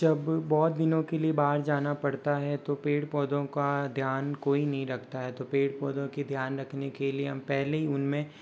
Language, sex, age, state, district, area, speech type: Hindi, male, 60+, Rajasthan, Jodhpur, rural, spontaneous